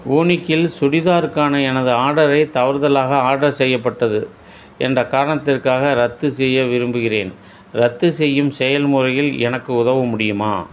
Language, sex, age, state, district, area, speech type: Tamil, male, 45-60, Tamil Nadu, Tiruppur, rural, read